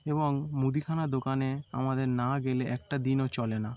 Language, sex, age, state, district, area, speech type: Bengali, male, 18-30, West Bengal, Howrah, urban, spontaneous